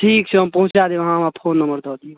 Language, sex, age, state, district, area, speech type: Maithili, male, 18-30, Bihar, Darbhanga, rural, conversation